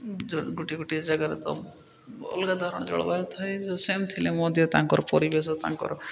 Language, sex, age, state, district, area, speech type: Odia, male, 30-45, Odisha, Malkangiri, urban, spontaneous